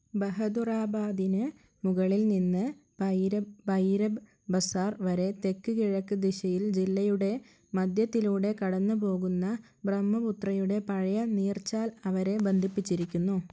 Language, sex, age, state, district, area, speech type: Malayalam, female, 45-60, Kerala, Wayanad, rural, read